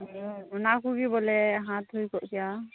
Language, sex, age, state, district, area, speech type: Santali, female, 18-30, West Bengal, Malda, rural, conversation